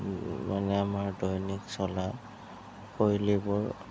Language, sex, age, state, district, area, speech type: Assamese, male, 18-30, Assam, Sonitpur, urban, spontaneous